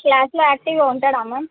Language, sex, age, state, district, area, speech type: Telugu, female, 18-30, Telangana, Medak, urban, conversation